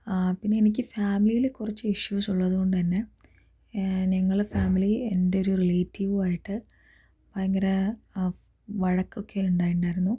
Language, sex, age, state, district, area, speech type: Malayalam, female, 30-45, Kerala, Palakkad, rural, spontaneous